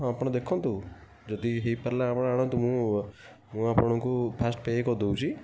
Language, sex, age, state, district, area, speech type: Odia, female, 18-30, Odisha, Kendujhar, urban, spontaneous